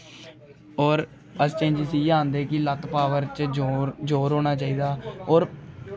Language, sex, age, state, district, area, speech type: Dogri, male, 18-30, Jammu and Kashmir, Kathua, rural, spontaneous